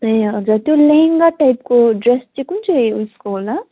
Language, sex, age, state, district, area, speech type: Nepali, female, 30-45, West Bengal, Kalimpong, rural, conversation